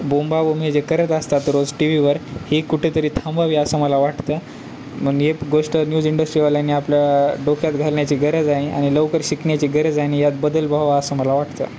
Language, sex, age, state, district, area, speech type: Marathi, male, 18-30, Maharashtra, Nanded, urban, spontaneous